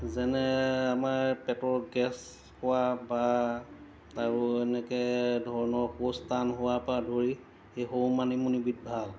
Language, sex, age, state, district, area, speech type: Assamese, male, 45-60, Assam, Golaghat, urban, spontaneous